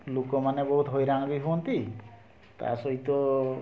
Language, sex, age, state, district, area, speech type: Odia, male, 60+, Odisha, Mayurbhanj, rural, spontaneous